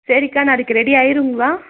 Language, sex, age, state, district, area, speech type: Tamil, female, 18-30, Tamil Nadu, Nilgiris, rural, conversation